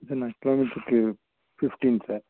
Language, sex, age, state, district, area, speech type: Tamil, male, 18-30, Tamil Nadu, Erode, rural, conversation